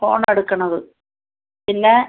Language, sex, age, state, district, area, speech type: Malayalam, female, 60+, Kerala, Alappuzha, rural, conversation